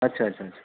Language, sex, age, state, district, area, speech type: Marathi, male, 30-45, Maharashtra, Jalna, rural, conversation